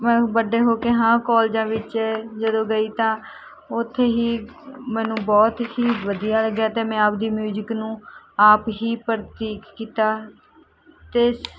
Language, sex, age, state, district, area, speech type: Punjabi, female, 18-30, Punjab, Barnala, rural, spontaneous